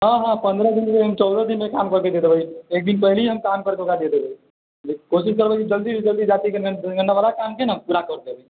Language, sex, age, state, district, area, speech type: Maithili, male, 18-30, Bihar, Muzaffarpur, rural, conversation